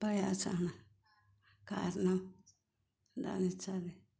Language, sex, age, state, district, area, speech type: Malayalam, female, 60+, Kerala, Malappuram, rural, spontaneous